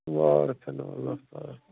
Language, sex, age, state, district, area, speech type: Kashmiri, male, 60+, Jammu and Kashmir, Srinagar, rural, conversation